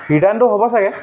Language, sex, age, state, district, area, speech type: Assamese, male, 18-30, Assam, Tinsukia, rural, spontaneous